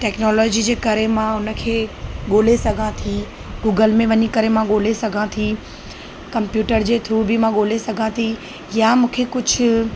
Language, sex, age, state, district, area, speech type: Sindhi, female, 30-45, Gujarat, Kutch, rural, spontaneous